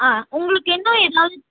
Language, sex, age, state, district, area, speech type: Tamil, female, 18-30, Tamil Nadu, Tiruvannamalai, urban, conversation